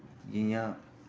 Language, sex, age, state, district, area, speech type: Dogri, male, 30-45, Jammu and Kashmir, Reasi, rural, spontaneous